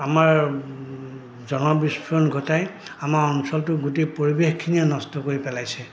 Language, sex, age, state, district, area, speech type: Assamese, male, 60+, Assam, Goalpara, rural, spontaneous